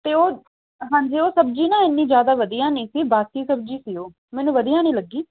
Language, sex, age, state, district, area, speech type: Punjabi, female, 30-45, Punjab, Shaheed Bhagat Singh Nagar, urban, conversation